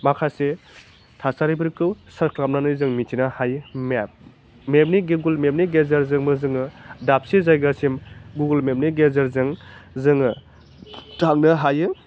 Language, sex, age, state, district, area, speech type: Bodo, male, 18-30, Assam, Baksa, rural, spontaneous